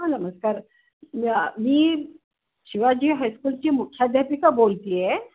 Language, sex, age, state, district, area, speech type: Marathi, female, 60+, Maharashtra, Nanded, urban, conversation